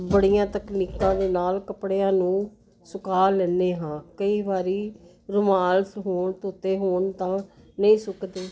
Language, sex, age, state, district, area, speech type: Punjabi, female, 60+, Punjab, Jalandhar, urban, spontaneous